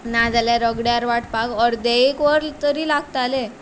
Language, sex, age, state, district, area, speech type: Goan Konkani, female, 18-30, Goa, Ponda, rural, spontaneous